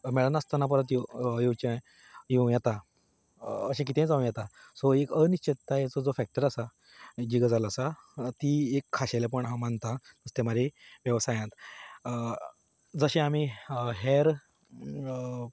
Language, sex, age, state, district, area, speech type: Goan Konkani, male, 30-45, Goa, Canacona, rural, spontaneous